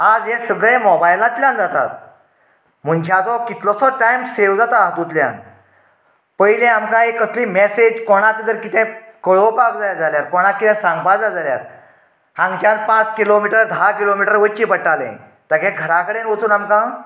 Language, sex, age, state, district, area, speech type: Goan Konkani, male, 45-60, Goa, Canacona, rural, spontaneous